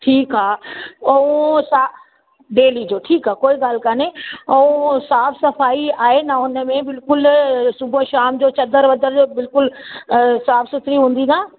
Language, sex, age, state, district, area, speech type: Sindhi, female, 45-60, Delhi, South Delhi, urban, conversation